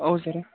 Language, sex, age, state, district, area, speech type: Kannada, male, 30-45, Karnataka, Gadag, rural, conversation